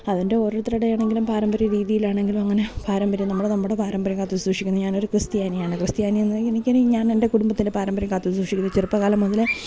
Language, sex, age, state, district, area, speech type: Malayalam, female, 30-45, Kerala, Thiruvananthapuram, urban, spontaneous